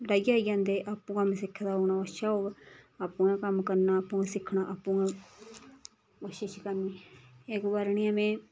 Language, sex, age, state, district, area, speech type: Dogri, female, 30-45, Jammu and Kashmir, Reasi, rural, spontaneous